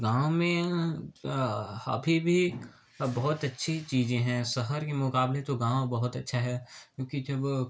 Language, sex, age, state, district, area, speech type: Hindi, male, 18-30, Uttar Pradesh, Chandauli, urban, spontaneous